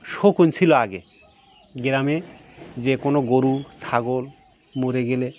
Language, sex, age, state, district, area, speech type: Bengali, male, 45-60, West Bengal, Birbhum, urban, spontaneous